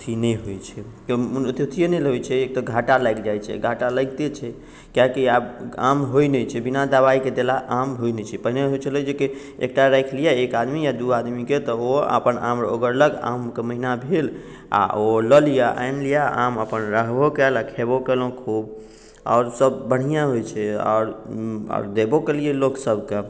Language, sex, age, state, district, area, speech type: Maithili, male, 45-60, Bihar, Madhubani, urban, spontaneous